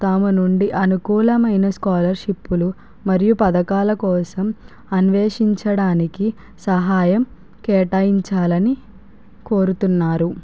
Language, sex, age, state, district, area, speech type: Telugu, female, 45-60, Andhra Pradesh, Kakinada, rural, spontaneous